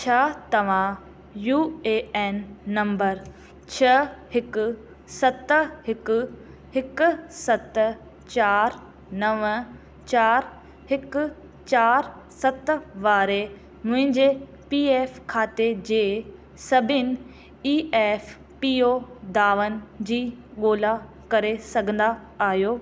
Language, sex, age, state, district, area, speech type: Sindhi, female, 18-30, Rajasthan, Ajmer, urban, read